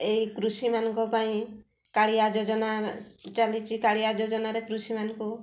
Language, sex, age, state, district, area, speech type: Odia, female, 60+, Odisha, Mayurbhanj, rural, spontaneous